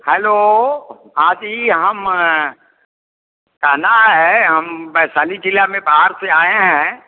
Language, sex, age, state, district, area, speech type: Hindi, male, 60+, Bihar, Vaishali, rural, conversation